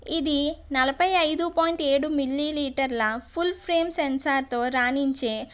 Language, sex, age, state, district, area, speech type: Telugu, female, 30-45, Andhra Pradesh, West Godavari, rural, spontaneous